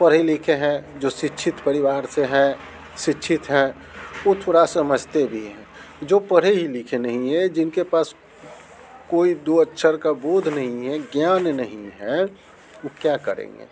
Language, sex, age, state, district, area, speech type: Hindi, male, 45-60, Bihar, Muzaffarpur, rural, spontaneous